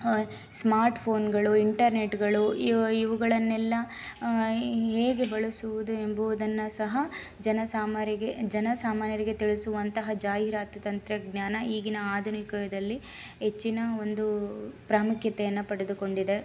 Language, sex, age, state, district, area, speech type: Kannada, female, 30-45, Karnataka, Shimoga, rural, spontaneous